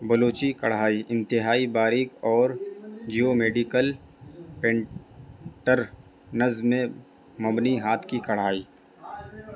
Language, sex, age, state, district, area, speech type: Urdu, male, 18-30, Delhi, North East Delhi, urban, spontaneous